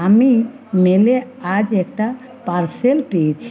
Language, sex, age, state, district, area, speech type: Bengali, female, 45-60, West Bengal, Uttar Dinajpur, urban, read